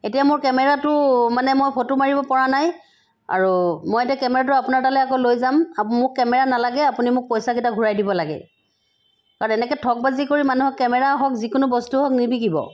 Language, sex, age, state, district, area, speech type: Assamese, female, 45-60, Assam, Sivasagar, rural, spontaneous